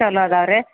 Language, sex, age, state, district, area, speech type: Kannada, female, 45-60, Karnataka, Dharwad, rural, conversation